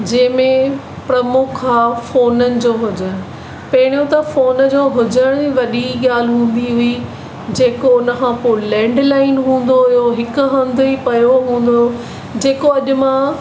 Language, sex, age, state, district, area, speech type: Sindhi, female, 45-60, Maharashtra, Mumbai Suburban, urban, spontaneous